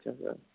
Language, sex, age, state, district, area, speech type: Hindi, male, 18-30, Madhya Pradesh, Harda, urban, conversation